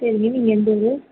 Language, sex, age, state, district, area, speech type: Tamil, female, 30-45, Tamil Nadu, Erode, rural, conversation